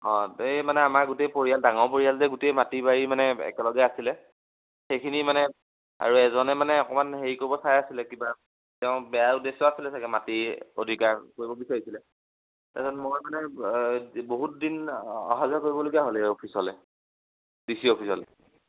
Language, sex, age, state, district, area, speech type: Assamese, male, 18-30, Assam, Majuli, rural, conversation